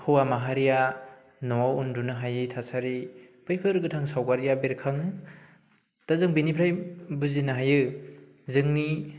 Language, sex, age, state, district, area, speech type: Bodo, male, 18-30, Assam, Udalguri, rural, spontaneous